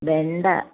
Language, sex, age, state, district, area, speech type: Malayalam, female, 60+, Kerala, Kozhikode, rural, conversation